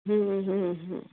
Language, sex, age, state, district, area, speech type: Bengali, female, 60+, West Bengal, Kolkata, urban, conversation